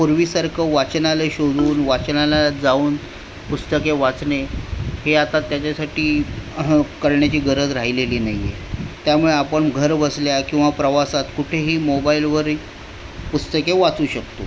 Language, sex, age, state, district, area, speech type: Marathi, male, 45-60, Maharashtra, Raigad, urban, spontaneous